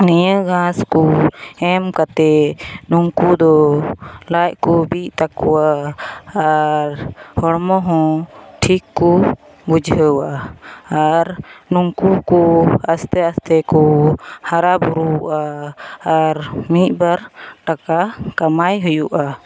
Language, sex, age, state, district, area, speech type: Santali, female, 30-45, West Bengal, Malda, rural, spontaneous